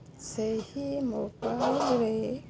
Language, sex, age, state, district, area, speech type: Odia, female, 30-45, Odisha, Balangir, urban, spontaneous